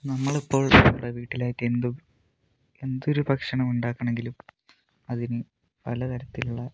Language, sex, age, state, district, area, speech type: Malayalam, male, 30-45, Kerala, Wayanad, rural, spontaneous